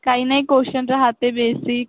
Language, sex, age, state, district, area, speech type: Marathi, female, 18-30, Maharashtra, Wardha, rural, conversation